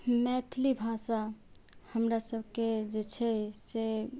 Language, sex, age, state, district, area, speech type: Maithili, female, 30-45, Bihar, Sitamarhi, urban, spontaneous